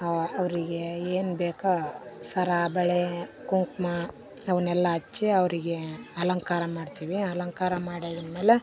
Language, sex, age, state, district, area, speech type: Kannada, female, 18-30, Karnataka, Vijayanagara, rural, spontaneous